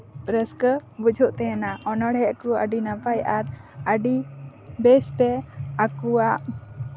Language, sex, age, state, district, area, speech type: Santali, female, 18-30, West Bengal, Paschim Bardhaman, rural, spontaneous